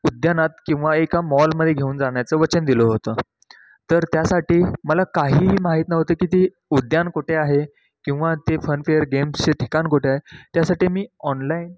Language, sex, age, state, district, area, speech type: Marathi, male, 18-30, Maharashtra, Satara, rural, spontaneous